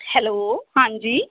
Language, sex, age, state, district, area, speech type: Punjabi, female, 30-45, Punjab, Mansa, urban, conversation